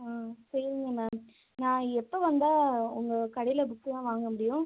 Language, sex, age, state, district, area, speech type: Tamil, female, 18-30, Tamil Nadu, Tiruchirappalli, rural, conversation